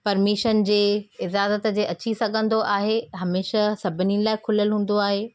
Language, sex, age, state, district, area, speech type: Sindhi, female, 30-45, Maharashtra, Thane, urban, spontaneous